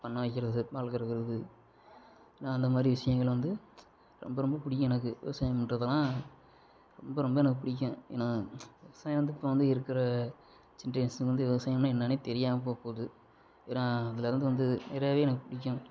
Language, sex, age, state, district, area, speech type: Tamil, male, 30-45, Tamil Nadu, Sivaganga, rural, spontaneous